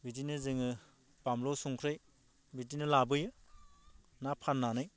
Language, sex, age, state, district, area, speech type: Bodo, male, 45-60, Assam, Baksa, rural, spontaneous